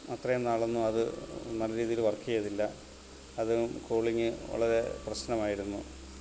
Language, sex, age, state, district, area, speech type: Malayalam, male, 45-60, Kerala, Alappuzha, rural, spontaneous